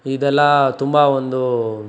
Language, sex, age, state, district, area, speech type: Kannada, male, 45-60, Karnataka, Chikkaballapur, urban, spontaneous